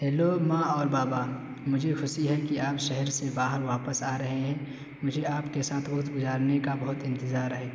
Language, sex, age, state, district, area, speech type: Urdu, male, 18-30, Uttar Pradesh, Balrampur, rural, spontaneous